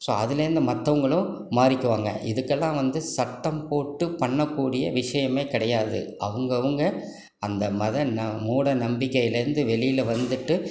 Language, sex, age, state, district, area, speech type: Tamil, male, 60+, Tamil Nadu, Ariyalur, rural, spontaneous